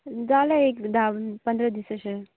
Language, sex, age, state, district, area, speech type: Goan Konkani, female, 18-30, Goa, Canacona, rural, conversation